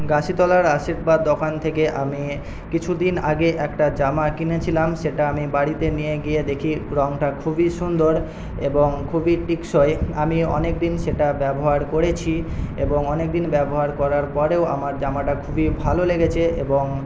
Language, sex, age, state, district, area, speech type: Bengali, male, 18-30, West Bengal, Paschim Medinipur, rural, spontaneous